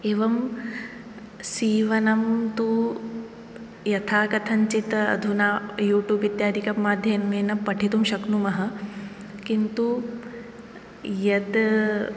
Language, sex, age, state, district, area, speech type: Sanskrit, female, 18-30, Maharashtra, Nagpur, urban, spontaneous